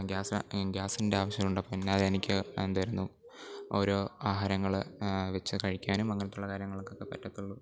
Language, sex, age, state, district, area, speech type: Malayalam, male, 18-30, Kerala, Pathanamthitta, rural, spontaneous